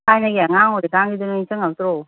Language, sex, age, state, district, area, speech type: Manipuri, female, 45-60, Manipur, Imphal East, rural, conversation